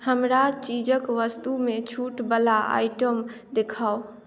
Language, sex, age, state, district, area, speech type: Maithili, female, 18-30, Bihar, Madhubani, rural, read